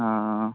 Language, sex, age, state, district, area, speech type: Malayalam, male, 18-30, Kerala, Thiruvananthapuram, rural, conversation